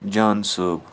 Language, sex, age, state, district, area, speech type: Kashmiri, male, 18-30, Jammu and Kashmir, Srinagar, urban, spontaneous